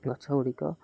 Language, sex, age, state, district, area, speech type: Odia, male, 18-30, Odisha, Jagatsinghpur, rural, spontaneous